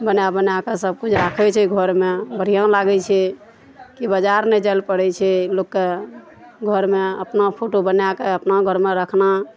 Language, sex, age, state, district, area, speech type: Maithili, female, 45-60, Bihar, Araria, rural, spontaneous